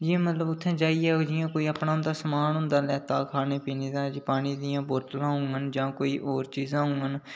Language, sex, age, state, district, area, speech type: Dogri, male, 18-30, Jammu and Kashmir, Udhampur, rural, spontaneous